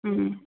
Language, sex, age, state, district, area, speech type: Sindhi, female, 30-45, Rajasthan, Ajmer, urban, conversation